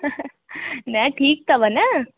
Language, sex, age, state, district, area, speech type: Sindhi, female, 18-30, Madhya Pradesh, Katni, urban, conversation